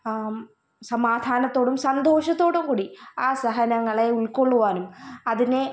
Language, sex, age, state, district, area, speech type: Malayalam, female, 18-30, Kerala, Kollam, rural, spontaneous